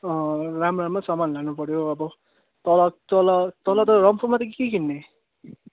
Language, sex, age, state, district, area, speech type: Nepali, male, 18-30, West Bengal, Kalimpong, rural, conversation